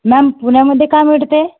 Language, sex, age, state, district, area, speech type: Marathi, female, 30-45, Maharashtra, Nagpur, urban, conversation